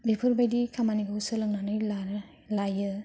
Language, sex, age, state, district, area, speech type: Bodo, female, 18-30, Assam, Kokrajhar, rural, spontaneous